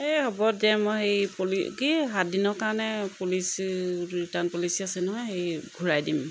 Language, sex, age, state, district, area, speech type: Assamese, female, 30-45, Assam, Jorhat, urban, spontaneous